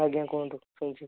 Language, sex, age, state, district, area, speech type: Odia, male, 18-30, Odisha, Kendujhar, urban, conversation